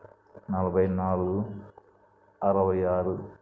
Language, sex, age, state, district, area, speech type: Telugu, male, 45-60, Andhra Pradesh, N T Rama Rao, urban, spontaneous